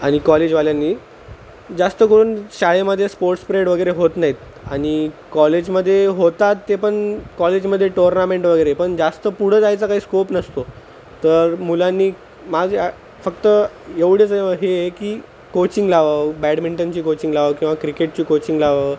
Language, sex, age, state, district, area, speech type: Marathi, male, 30-45, Maharashtra, Nanded, rural, spontaneous